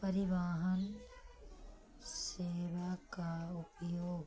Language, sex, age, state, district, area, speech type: Hindi, female, 45-60, Madhya Pradesh, Narsinghpur, rural, read